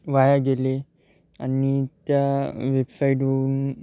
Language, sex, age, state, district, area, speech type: Marathi, male, 18-30, Maharashtra, Yavatmal, rural, spontaneous